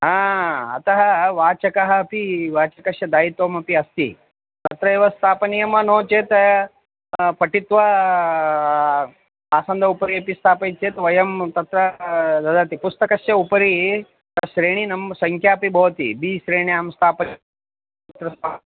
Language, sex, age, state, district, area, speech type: Sanskrit, male, 45-60, Karnataka, Vijayapura, urban, conversation